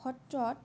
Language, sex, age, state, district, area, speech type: Assamese, female, 18-30, Assam, Majuli, urban, spontaneous